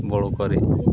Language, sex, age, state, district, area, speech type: Bengali, male, 30-45, West Bengal, Birbhum, urban, spontaneous